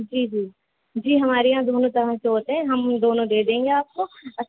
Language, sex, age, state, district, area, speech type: Urdu, female, 18-30, Uttar Pradesh, Rampur, urban, conversation